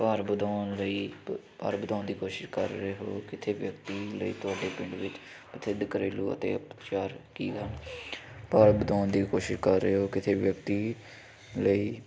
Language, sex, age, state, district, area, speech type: Punjabi, male, 18-30, Punjab, Hoshiarpur, rural, spontaneous